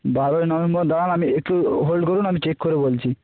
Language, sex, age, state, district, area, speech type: Bengali, male, 18-30, West Bengal, Purba Medinipur, rural, conversation